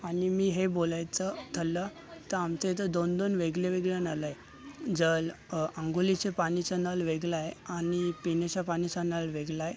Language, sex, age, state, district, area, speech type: Marathi, male, 18-30, Maharashtra, Thane, urban, spontaneous